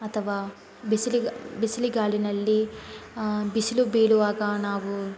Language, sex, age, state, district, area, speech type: Kannada, female, 18-30, Karnataka, Chikkaballapur, rural, spontaneous